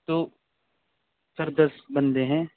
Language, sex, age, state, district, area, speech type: Urdu, male, 18-30, Uttar Pradesh, Saharanpur, urban, conversation